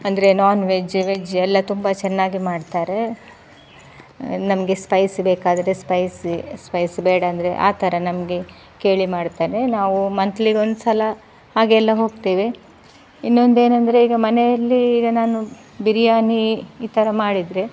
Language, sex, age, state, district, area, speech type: Kannada, female, 30-45, Karnataka, Udupi, rural, spontaneous